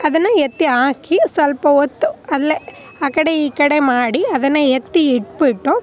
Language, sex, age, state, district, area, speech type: Kannada, female, 18-30, Karnataka, Chamarajanagar, rural, spontaneous